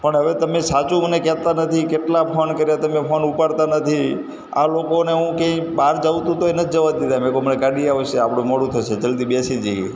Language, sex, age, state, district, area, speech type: Gujarati, male, 60+, Gujarat, Morbi, urban, spontaneous